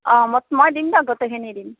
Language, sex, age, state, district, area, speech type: Assamese, female, 60+, Assam, Morigaon, rural, conversation